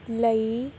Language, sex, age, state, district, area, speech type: Punjabi, female, 18-30, Punjab, Fazilka, rural, read